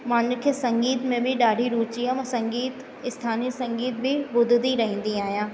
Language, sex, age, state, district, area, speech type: Sindhi, female, 45-60, Uttar Pradesh, Lucknow, rural, spontaneous